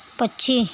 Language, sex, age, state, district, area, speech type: Hindi, female, 60+, Uttar Pradesh, Pratapgarh, rural, read